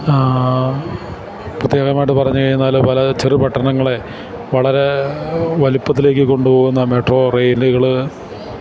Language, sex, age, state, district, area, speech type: Malayalam, male, 45-60, Kerala, Kottayam, urban, spontaneous